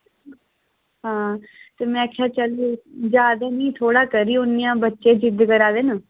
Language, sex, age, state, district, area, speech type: Dogri, female, 18-30, Jammu and Kashmir, Udhampur, rural, conversation